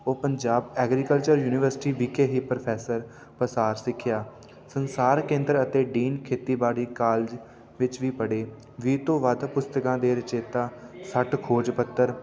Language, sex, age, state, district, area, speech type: Punjabi, male, 18-30, Punjab, Fatehgarh Sahib, rural, spontaneous